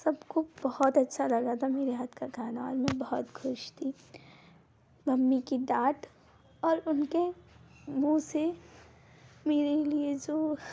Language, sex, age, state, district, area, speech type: Hindi, female, 18-30, Madhya Pradesh, Ujjain, urban, spontaneous